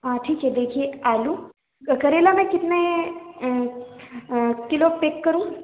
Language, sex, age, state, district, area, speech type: Hindi, female, 18-30, Madhya Pradesh, Balaghat, rural, conversation